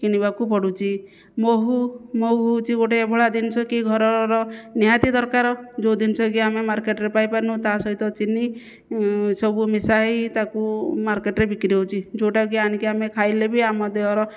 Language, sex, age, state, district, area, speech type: Odia, female, 45-60, Odisha, Jajpur, rural, spontaneous